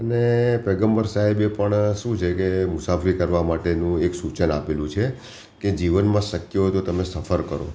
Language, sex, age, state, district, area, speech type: Gujarati, male, 60+, Gujarat, Ahmedabad, urban, spontaneous